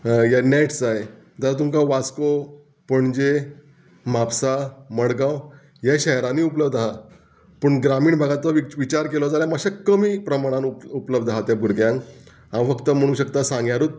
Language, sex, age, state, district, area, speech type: Goan Konkani, male, 45-60, Goa, Murmgao, rural, spontaneous